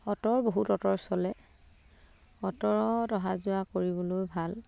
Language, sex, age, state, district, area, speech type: Assamese, female, 30-45, Assam, Dibrugarh, rural, spontaneous